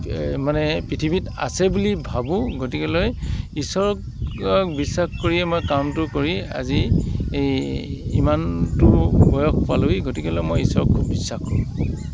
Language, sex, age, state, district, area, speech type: Assamese, male, 45-60, Assam, Dibrugarh, rural, spontaneous